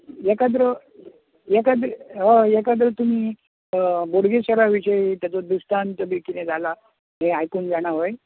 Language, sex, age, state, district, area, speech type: Goan Konkani, male, 60+, Goa, Bardez, urban, conversation